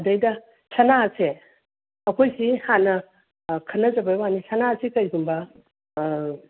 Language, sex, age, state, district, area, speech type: Manipuri, female, 60+, Manipur, Imphal East, rural, conversation